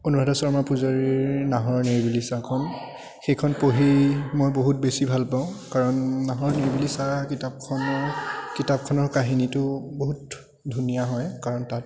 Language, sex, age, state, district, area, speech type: Assamese, male, 30-45, Assam, Biswanath, rural, spontaneous